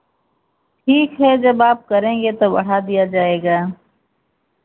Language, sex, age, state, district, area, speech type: Hindi, female, 60+, Uttar Pradesh, Ayodhya, rural, conversation